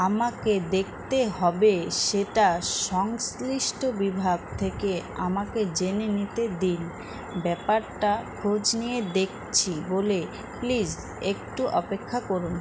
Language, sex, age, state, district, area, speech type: Bengali, female, 18-30, West Bengal, Alipurduar, rural, read